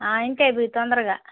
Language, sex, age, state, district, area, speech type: Telugu, female, 60+, Andhra Pradesh, Nellore, rural, conversation